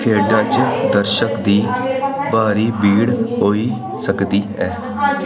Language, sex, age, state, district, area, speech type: Dogri, male, 18-30, Jammu and Kashmir, Reasi, rural, read